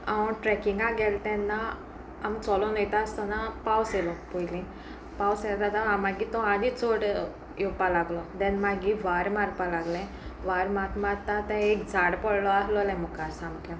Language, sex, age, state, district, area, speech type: Goan Konkani, female, 18-30, Goa, Sanguem, rural, spontaneous